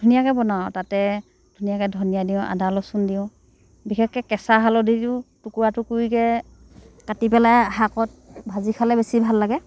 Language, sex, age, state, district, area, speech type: Assamese, female, 60+, Assam, Dhemaji, rural, spontaneous